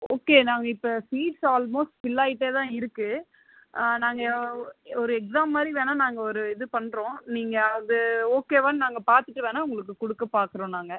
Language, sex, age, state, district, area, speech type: Tamil, male, 30-45, Tamil Nadu, Cuddalore, urban, conversation